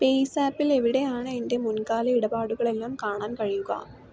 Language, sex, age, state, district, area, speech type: Malayalam, female, 18-30, Kerala, Palakkad, rural, read